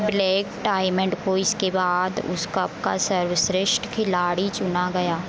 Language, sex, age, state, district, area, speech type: Hindi, female, 18-30, Madhya Pradesh, Harda, rural, read